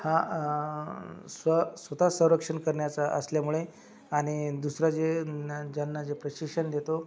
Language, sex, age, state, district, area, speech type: Marathi, male, 60+, Maharashtra, Akola, rural, spontaneous